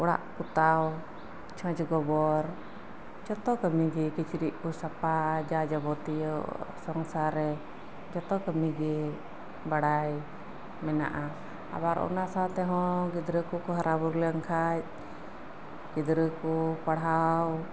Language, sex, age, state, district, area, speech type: Santali, female, 30-45, West Bengal, Birbhum, rural, spontaneous